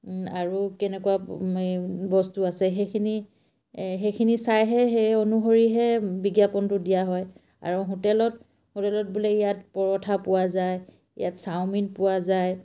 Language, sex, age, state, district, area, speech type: Assamese, female, 45-60, Assam, Dibrugarh, rural, spontaneous